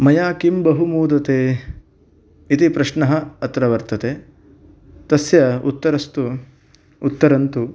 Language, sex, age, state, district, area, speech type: Sanskrit, male, 30-45, Karnataka, Uttara Kannada, urban, spontaneous